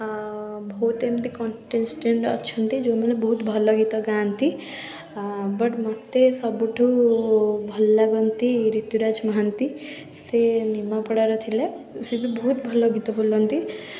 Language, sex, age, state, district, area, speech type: Odia, female, 18-30, Odisha, Puri, urban, spontaneous